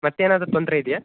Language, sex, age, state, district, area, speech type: Kannada, male, 18-30, Karnataka, Chitradurga, rural, conversation